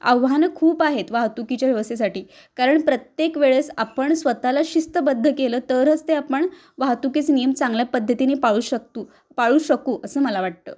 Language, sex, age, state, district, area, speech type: Marathi, female, 30-45, Maharashtra, Kolhapur, urban, spontaneous